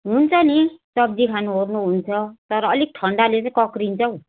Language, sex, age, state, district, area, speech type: Nepali, female, 60+, West Bengal, Darjeeling, rural, conversation